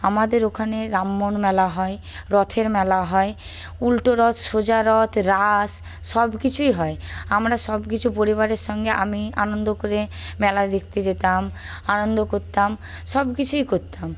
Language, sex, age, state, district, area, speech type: Bengali, female, 18-30, West Bengal, Paschim Medinipur, urban, spontaneous